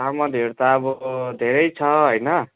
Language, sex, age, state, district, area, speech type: Nepali, male, 18-30, West Bengal, Jalpaiguri, rural, conversation